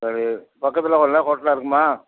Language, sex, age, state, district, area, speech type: Tamil, male, 60+, Tamil Nadu, Tiruvarur, rural, conversation